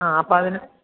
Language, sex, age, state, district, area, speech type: Malayalam, female, 30-45, Kerala, Idukki, rural, conversation